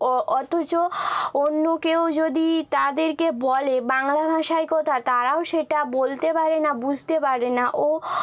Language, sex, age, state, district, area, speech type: Bengali, female, 18-30, West Bengal, Nadia, rural, spontaneous